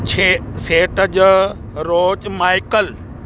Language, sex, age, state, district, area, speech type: Punjabi, male, 45-60, Punjab, Moga, rural, spontaneous